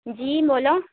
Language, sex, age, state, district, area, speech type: Urdu, female, 18-30, Uttar Pradesh, Ghaziabad, urban, conversation